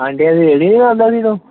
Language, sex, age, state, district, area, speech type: Punjabi, male, 18-30, Punjab, Hoshiarpur, urban, conversation